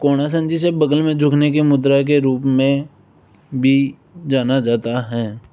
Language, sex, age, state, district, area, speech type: Hindi, male, 18-30, Rajasthan, Jaipur, urban, spontaneous